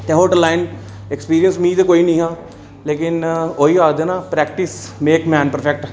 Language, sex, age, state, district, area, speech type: Dogri, male, 30-45, Jammu and Kashmir, Reasi, urban, spontaneous